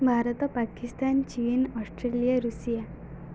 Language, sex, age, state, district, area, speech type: Odia, female, 18-30, Odisha, Sundergarh, urban, spontaneous